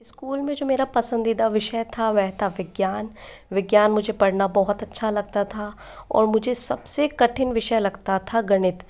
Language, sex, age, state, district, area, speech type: Hindi, female, 30-45, Rajasthan, Jaipur, urban, spontaneous